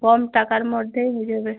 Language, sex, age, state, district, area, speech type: Bengali, female, 45-60, West Bengal, Uttar Dinajpur, urban, conversation